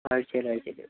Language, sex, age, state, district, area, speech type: Malayalam, male, 60+, Kerala, Wayanad, rural, conversation